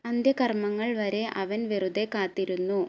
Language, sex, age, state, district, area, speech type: Malayalam, female, 18-30, Kerala, Malappuram, rural, read